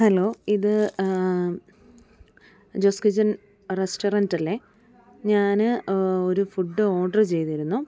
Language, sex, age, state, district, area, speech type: Malayalam, female, 30-45, Kerala, Alappuzha, rural, spontaneous